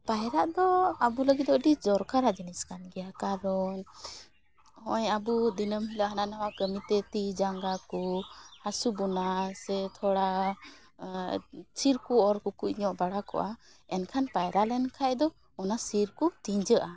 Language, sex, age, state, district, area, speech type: Santali, female, 18-30, West Bengal, Malda, rural, spontaneous